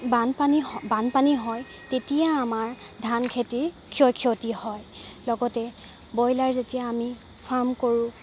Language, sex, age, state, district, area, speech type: Assamese, female, 45-60, Assam, Dibrugarh, rural, spontaneous